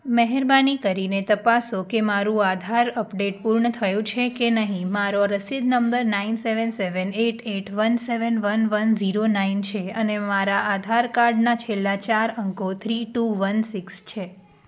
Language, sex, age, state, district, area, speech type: Gujarati, female, 18-30, Gujarat, Anand, urban, read